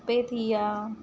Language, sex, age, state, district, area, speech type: Sindhi, female, 30-45, Madhya Pradesh, Katni, urban, spontaneous